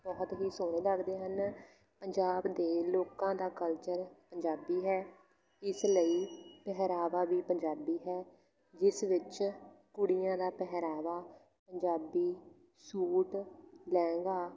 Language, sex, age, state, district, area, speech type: Punjabi, female, 18-30, Punjab, Fatehgarh Sahib, rural, spontaneous